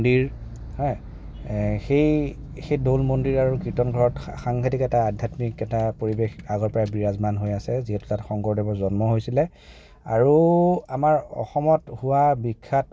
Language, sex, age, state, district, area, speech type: Assamese, male, 30-45, Assam, Kamrup Metropolitan, urban, spontaneous